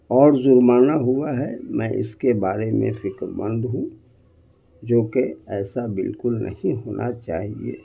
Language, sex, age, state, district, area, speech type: Urdu, male, 60+, Bihar, Gaya, urban, spontaneous